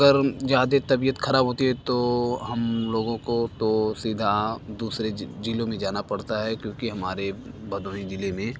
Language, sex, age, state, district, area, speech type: Hindi, male, 18-30, Uttar Pradesh, Bhadohi, rural, spontaneous